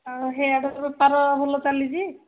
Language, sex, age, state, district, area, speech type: Odia, female, 45-60, Odisha, Angul, rural, conversation